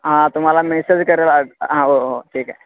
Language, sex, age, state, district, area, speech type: Marathi, male, 18-30, Maharashtra, Sangli, urban, conversation